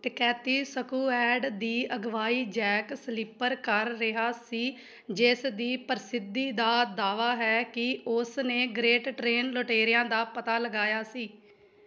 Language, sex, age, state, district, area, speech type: Punjabi, female, 18-30, Punjab, Tarn Taran, rural, read